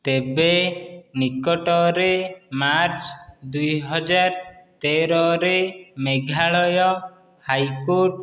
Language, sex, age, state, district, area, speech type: Odia, male, 18-30, Odisha, Dhenkanal, rural, read